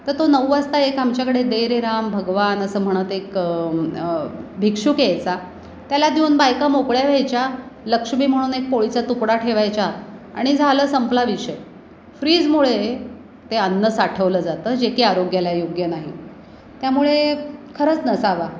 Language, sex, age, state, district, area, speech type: Marathi, female, 45-60, Maharashtra, Pune, urban, spontaneous